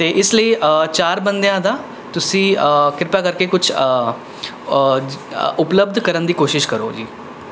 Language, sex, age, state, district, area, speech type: Punjabi, male, 18-30, Punjab, Rupnagar, urban, spontaneous